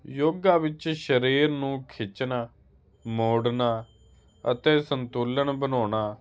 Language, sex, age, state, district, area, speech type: Punjabi, male, 30-45, Punjab, Hoshiarpur, urban, spontaneous